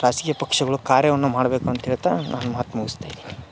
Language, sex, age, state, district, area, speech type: Kannada, male, 18-30, Karnataka, Dharwad, rural, spontaneous